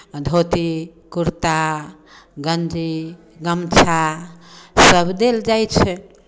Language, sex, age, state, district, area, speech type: Maithili, female, 60+, Bihar, Samastipur, rural, spontaneous